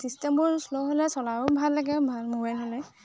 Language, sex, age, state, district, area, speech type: Assamese, female, 30-45, Assam, Tinsukia, urban, spontaneous